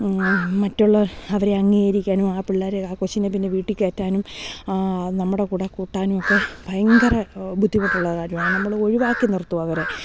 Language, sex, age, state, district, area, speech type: Malayalam, female, 30-45, Kerala, Thiruvananthapuram, urban, spontaneous